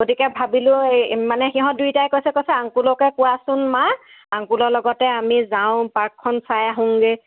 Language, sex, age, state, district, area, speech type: Assamese, female, 45-60, Assam, Nagaon, rural, conversation